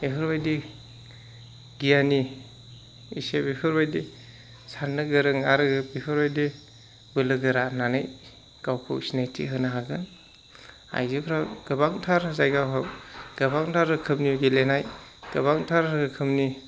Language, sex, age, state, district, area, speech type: Bodo, male, 30-45, Assam, Chirang, rural, spontaneous